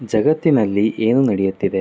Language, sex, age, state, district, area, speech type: Kannada, male, 18-30, Karnataka, Davanagere, urban, read